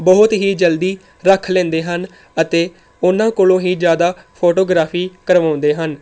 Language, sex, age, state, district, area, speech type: Punjabi, female, 18-30, Punjab, Tarn Taran, urban, spontaneous